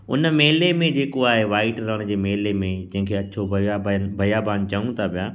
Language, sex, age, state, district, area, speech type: Sindhi, male, 45-60, Gujarat, Kutch, urban, spontaneous